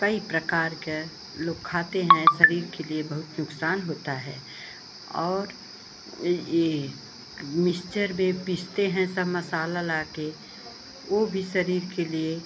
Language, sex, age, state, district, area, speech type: Hindi, female, 60+, Uttar Pradesh, Pratapgarh, urban, spontaneous